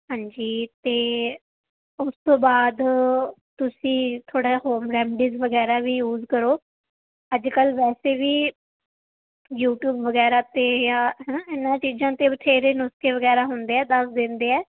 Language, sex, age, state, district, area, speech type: Punjabi, female, 18-30, Punjab, Fazilka, rural, conversation